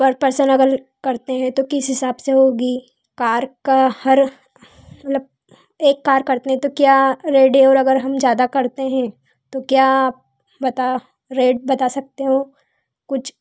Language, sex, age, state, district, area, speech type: Hindi, female, 18-30, Madhya Pradesh, Ujjain, urban, spontaneous